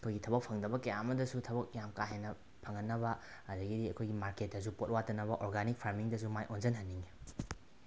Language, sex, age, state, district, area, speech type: Manipuri, male, 18-30, Manipur, Bishnupur, rural, spontaneous